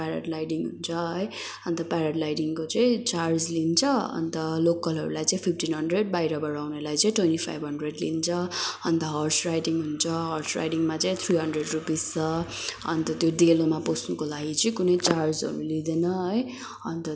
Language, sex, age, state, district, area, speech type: Nepali, female, 18-30, West Bengal, Kalimpong, rural, spontaneous